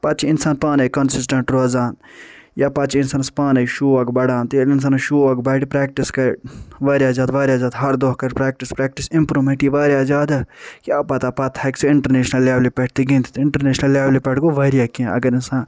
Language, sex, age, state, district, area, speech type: Kashmiri, male, 30-45, Jammu and Kashmir, Ganderbal, urban, spontaneous